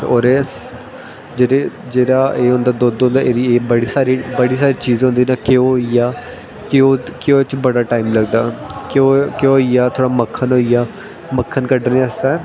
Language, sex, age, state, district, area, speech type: Dogri, male, 18-30, Jammu and Kashmir, Jammu, rural, spontaneous